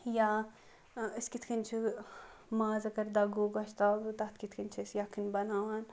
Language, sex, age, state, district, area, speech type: Kashmiri, female, 30-45, Jammu and Kashmir, Ganderbal, rural, spontaneous